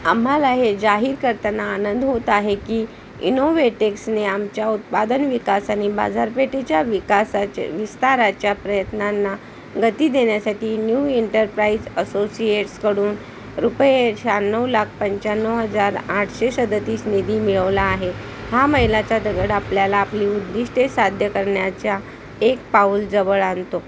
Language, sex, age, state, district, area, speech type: Marathi, female, 45-60, Maharashtra, Palghar, urban, read